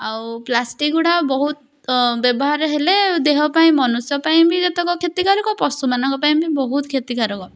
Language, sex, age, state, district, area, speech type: Odia, female, 18-30, Odisha, Puri, urban, spontaneous